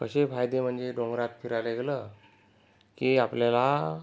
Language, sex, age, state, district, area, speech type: Marathi, male, 30-45, Maharashtra, Akola, urban, spontaneous